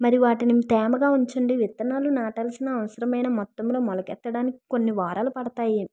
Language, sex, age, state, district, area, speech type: Telugu, female, 45-60, Andhra Pradesh, East Godavari, urban, spontaneous